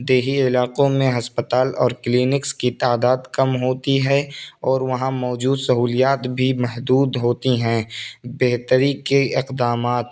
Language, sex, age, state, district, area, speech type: Urdu, male, 18-30, Uttar Pradesh, Balrampur, rural, spontaneous